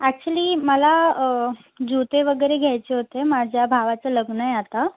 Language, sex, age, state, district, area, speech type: Marathi, female, 18-30, Maharashtra, Thane, urban, conversation